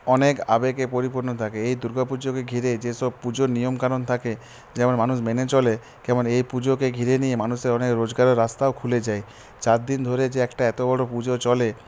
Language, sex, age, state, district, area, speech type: Bengali, male, 45-60, West Bengal, Purulia, urban, spontaneous